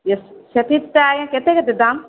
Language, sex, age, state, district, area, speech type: Odia, female, 45-60, Odisha, Balangir, urban, conversation